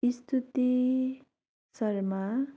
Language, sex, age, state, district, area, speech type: Nepali, female, 18-30, West Bengal, Darjeeling, rural, spontaneous